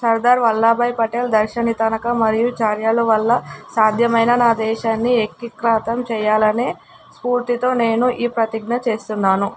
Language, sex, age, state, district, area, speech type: Telugu, female, 18-30, Telangana, Mahbubnagar, urban, read